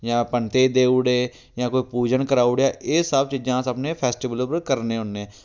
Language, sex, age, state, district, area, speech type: Dogri, male, 30-45, Jammu and Kashmir, Reasi, rural, spontaneous